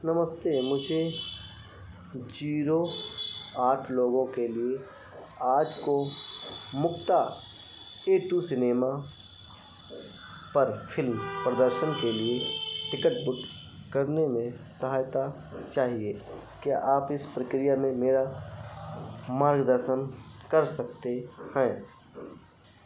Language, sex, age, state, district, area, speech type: Hindi, male, 45-60, Uttar Pradesh, Ayodhya, rural, read